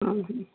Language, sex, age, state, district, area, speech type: Odia, female, 45-60, Odisha, Gajapati, rural, conversation